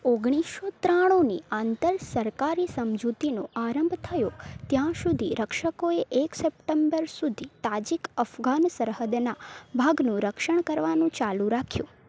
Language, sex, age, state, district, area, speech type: Gujarati, female, 18-30, Gujarat, Valsad, rural, read